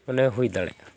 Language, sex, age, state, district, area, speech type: Santali, male, 45-60, Jharkhand, Bokaro, rural, spontaneous